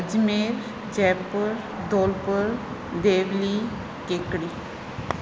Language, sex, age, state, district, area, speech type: Sindhi, female, 45-60, Rajasthan, Ajmer, rural, spontaneous